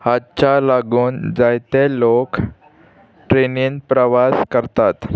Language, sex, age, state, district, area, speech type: Goan Konkani, male, 18-30, Goa, Murmgao, urban, spontaneous